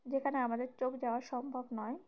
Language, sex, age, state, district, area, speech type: Bengali, female, 18-30, West Bengal, Uttar Dinajpur, urban, spontaneous